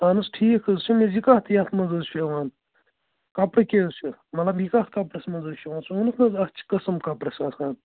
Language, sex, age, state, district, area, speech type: Kashmiri, male, 18-30, Jammu and Kashmir, Kupwara, rural, conversation